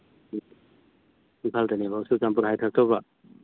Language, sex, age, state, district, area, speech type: Manipuri, male, 45-60, Manipur, Churachandpur, rural, conversation